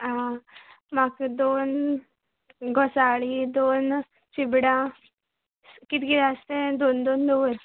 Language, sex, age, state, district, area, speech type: Goan Konkani, female, 18-30, Goa, Canacona, rural, conversation